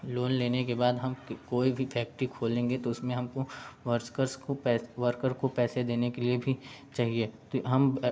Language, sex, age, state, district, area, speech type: Hindi, male, 18-30, Uttar Pradesh, Prayagraj, urban, spontaneous